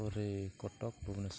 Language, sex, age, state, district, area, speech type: Odia, male, 18-30, Odisha, Nuapada, urban, spontaneous